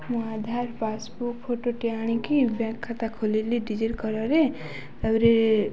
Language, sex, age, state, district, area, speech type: Odia, female, 18-30, Odisha, Nuapada, urban, spontaneous